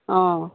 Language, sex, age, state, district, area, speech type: Assamese, female, 45-60, Assam, Dibrugarh, rural, conversation